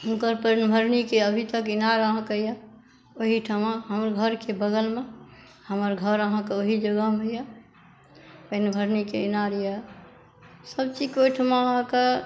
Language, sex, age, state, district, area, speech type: Maithili, female, 60+, Bihar, Saharsa, rural, spontaneous